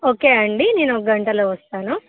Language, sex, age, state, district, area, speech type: Telugu, female, 18-30, Telangana, Khammam, urban, conversation